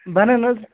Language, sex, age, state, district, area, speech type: Kashmiri, male, 60+, Jammu and Kashmir, Baramulla, rural, conversation